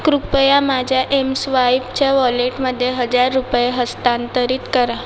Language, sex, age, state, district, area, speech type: Marathi, female, 18-30, Maharashtra, Nagpur, urban, read